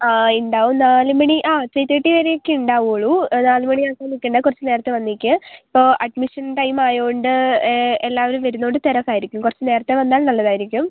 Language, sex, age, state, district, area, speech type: Malayalam, female, 18-30, Kerala, Wayanad, rural, conversation